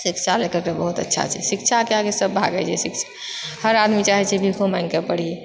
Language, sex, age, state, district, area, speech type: Maithili, female, 60+, Bihar, Purnia, rural, spontaneous